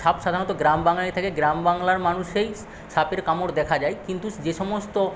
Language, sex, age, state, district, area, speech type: Bengali, male, 45-60, West Bengal, Paschim Medinipur, rural, spontaneous